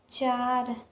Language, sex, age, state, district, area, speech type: Hindi, female, 30-45, Uttar Pradesh, Sonbhadra, rural, read